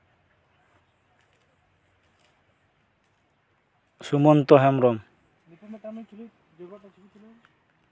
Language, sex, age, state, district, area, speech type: Santali, male, 18-30, West Bengal, Purulia, rural, spontaneous